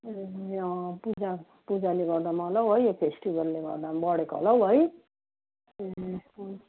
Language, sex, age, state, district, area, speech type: Nepali, female, 60+, West Bengal, Darjeeling, rural, conversation